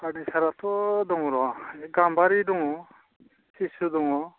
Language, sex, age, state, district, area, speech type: Bodo, male, 45-60, Assam, Baksa, rural, conversation